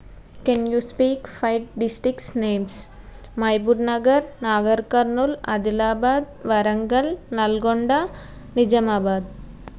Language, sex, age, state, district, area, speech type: Telugu, female, 18-30, Telangana, Suryapet, urban, spontaneous